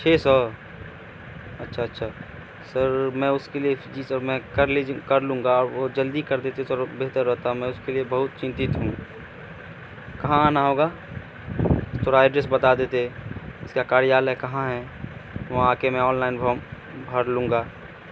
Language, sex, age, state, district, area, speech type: Urdu, male, 18-30, Bihar, Madhubani, rural, spontaneous